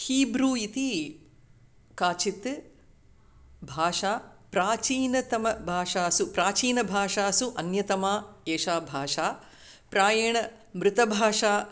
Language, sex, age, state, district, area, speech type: Sanskrit, female, 45-60, Tamil Nadu, Chennai, urban, spontaneous